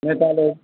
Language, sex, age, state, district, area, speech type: Maithili, male, 18-30, Bihar, Muzaffarpur, rural, conversation